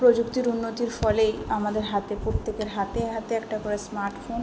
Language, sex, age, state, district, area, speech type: Bengali, female, 18-30, West Bengal, South 24 Parganas, urban, spontaneous